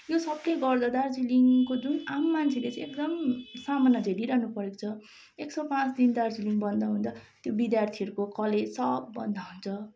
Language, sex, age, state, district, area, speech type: Nepali, female, 18-30, West Bengal, Darjeeling, rural, spontaneous